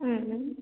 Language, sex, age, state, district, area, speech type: Kannada, female, 18-30, Karnataka, Mandya, rural, conversation